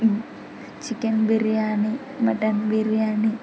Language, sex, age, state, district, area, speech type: Telugu, female, 18-30, Andhra Pradesh, Kurnool, rural, spontaneous